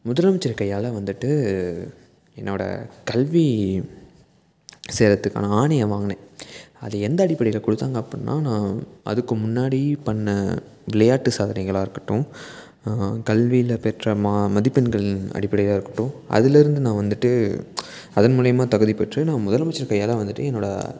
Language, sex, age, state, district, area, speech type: Tamil, male, 18-30, Tamil Nadu, Salem, rural, spontaneous